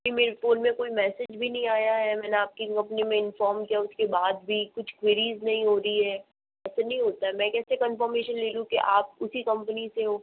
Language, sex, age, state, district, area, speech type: Hindi, female, 45-60, Rajasthan, Jodhpur, urban, conversation